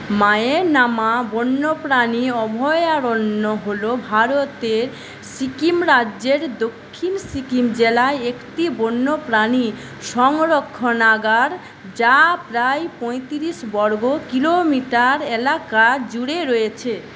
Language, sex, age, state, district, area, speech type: Bengali, female, 30-45, West Bengal, Paschim Medinipur, rural, read